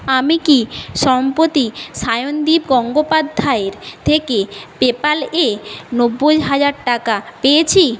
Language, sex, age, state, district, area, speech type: Bengali, female, 45-60, West Bengal, Paschim Medinipur, rural, read